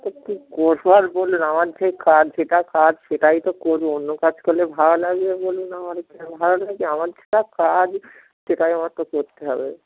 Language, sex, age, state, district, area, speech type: Bengali, male, 30-45, West Bengal, Dakshin Dinajpur, urban, conversation